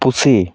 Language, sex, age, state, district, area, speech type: Santali, male, 30-45, Jharkhand, East Singhbhum, rural, read